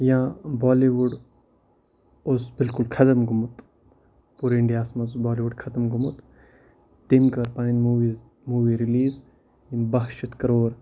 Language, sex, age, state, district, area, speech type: Kashmiri, male, 18-30, Jammu and Kashmir, Kupwara, rural, spontaneous